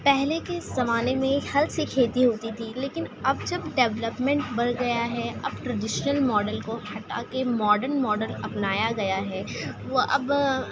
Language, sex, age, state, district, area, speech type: Urdu, female, 18-30, Delhi, Central Delhi, rural, spontaneous